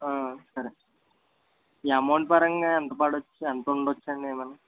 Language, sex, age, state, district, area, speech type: Telugu, male, 30-45, Andhra Pradesh, East Godavari, rural, conversation